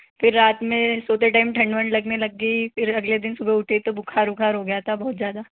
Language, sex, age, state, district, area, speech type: Hindi, female, 18-30, Rajasthan, Jaipur, urban, conversation